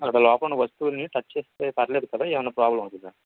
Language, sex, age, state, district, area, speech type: Telugu, male, 18-30, Andhra Pradesh, Krishna, rural, conversation